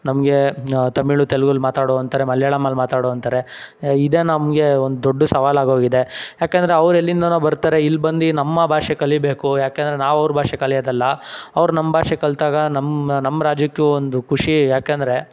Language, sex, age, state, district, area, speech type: Kannada, male, 30-45, Karnataka, Tumkur, rural, spontaneous